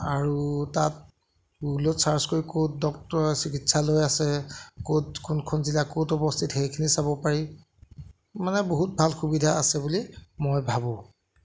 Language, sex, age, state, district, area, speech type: Assamese, male, 30-45, Assam, Jorhat, urban, spontaneous